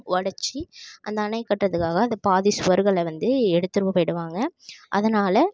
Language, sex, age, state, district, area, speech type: Tamil, female, 18-30, Tamil Nadu, Tiruvarur, rural, spontaneous